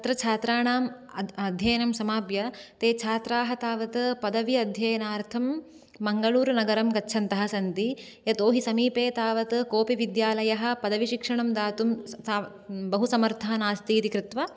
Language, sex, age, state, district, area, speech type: Sanskrit, female, 18-30, Karnataka, Dakshina Kannada, urban, spontaneous